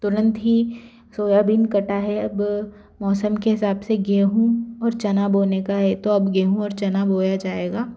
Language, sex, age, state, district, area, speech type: Hindi, female, 18-30, Madhya Pradesh, Bhopal, urban, spontaneous